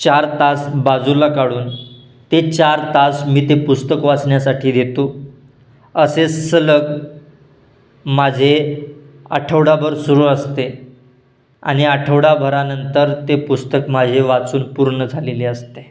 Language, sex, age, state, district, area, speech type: Marathi, male, 18-30, Maharashtra, Satara, urban, spontaneous